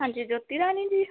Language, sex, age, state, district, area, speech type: Punjabi, female, 30-45, Punjab, Mansa, urban, conversation